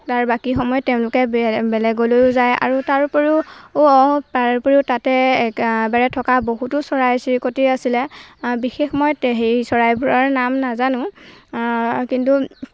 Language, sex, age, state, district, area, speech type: Assamese, female, 18-30, Assam, Golaghat, urban, spontaneous